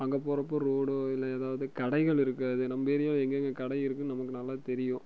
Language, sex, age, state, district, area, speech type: Tamil, male, 18-30, Tamil Nadu, Erode, rural, spontaneous